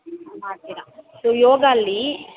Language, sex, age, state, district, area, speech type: Kannada, female, 18-30, Karnataka, Bangalore Urban, rural, conversation